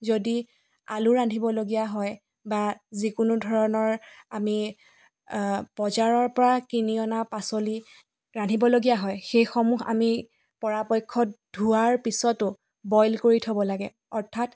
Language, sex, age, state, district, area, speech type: Assamese, female, 30-45, Assam, Dibrugarh, rural, spontaneous